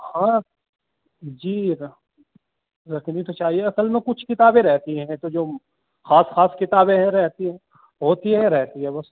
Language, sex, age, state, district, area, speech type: Urdu, male, 18-30, Uttar Pradesh, Saharanpur, urban, conversation